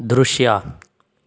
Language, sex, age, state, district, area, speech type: Kannada, male, 45-60, Karnataka, Bidar, rural, read